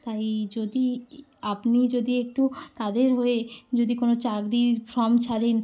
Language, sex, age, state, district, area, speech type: Bengali, female, 18-30, West Bengal, Bankura, urban, spontaneous